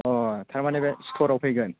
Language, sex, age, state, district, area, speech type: Bodo, male, 18-30, Assam, Chirang, rural, conversation